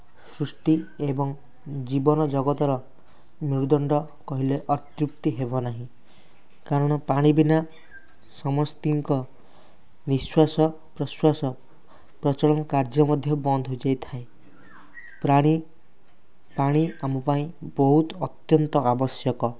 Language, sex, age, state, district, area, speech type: Odia, male, 18-30, Odisha, Kendrapara, urban, spontaneous